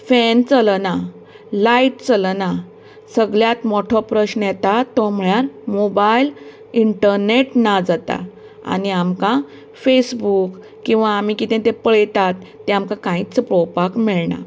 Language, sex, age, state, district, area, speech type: Goan Konkani, female, 45-60, Goa, Canacona, rural, spontaneous